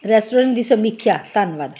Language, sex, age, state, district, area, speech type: Punjabi, female, 60+, Punjab, Ludhiana, rural, read